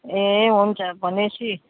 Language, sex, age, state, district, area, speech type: Nepali, female, 30-45, West Bengal, Kalimpong, rural, conversation